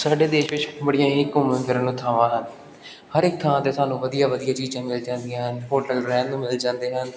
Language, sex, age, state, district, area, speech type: Punjabi, male, 18-30, Punjab, Gurdaspur, urban, spontaneous